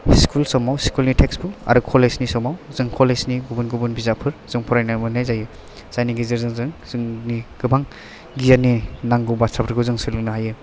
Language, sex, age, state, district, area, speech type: Bodo, male, 18-30, Assam, Chirang, urban, spontaneous